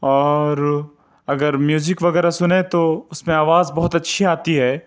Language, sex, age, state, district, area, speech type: Urdu, male, 45-60, Delhi, Central Delhi, urban, spontaneous